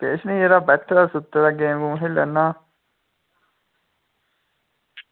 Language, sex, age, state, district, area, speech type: Dogri, male, 18-30, Jammu and Kashmir, Udhampur, rural, conversation